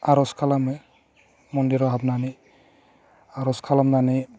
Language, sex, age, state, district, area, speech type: Bodo, male, 18-30, Assam, Udalguri, urban, spontaneous